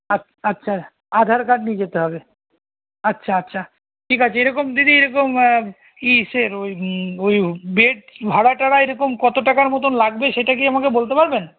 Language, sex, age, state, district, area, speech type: Bengali, male, 45-60, West Bengal, Malda, rural, conversation